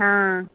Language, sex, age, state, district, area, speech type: Odia, female, 60+, Odisha, Jharsuguda, rural, conversation